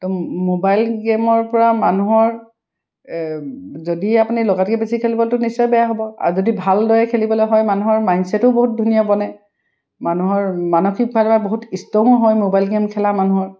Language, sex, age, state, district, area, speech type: Assamese, female, 30-45, Assam, Dibrugarh, urban, spontaneous